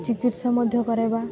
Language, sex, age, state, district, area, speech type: Odia, female, 18-30, Odisha, Balangir, urban, spontaneous